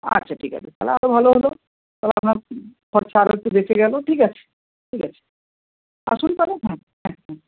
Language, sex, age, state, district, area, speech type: Bengali, female, 60+, West Bengal, Bankura, urban, conversation